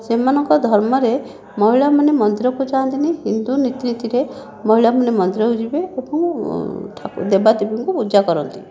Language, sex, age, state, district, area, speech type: Odia, female, 18-30, Odisha, Jajpur, rural, spontaneous